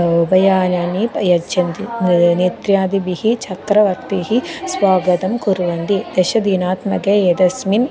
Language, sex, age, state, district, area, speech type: Sanskrit, female, 18-30, Kerala, Malappuram, urban, spontaneous